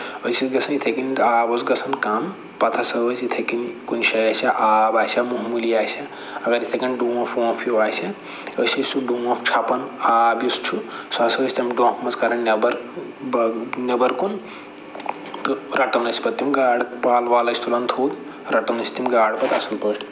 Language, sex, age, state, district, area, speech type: Kashmiri, male, 45-60, Jammu and Kashmir, Budgam, rural, spontaneous